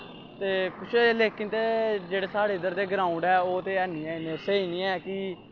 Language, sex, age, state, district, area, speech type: Dogri, male, 18-30, Jammu and Kashmir, Samba, rural, spontaneous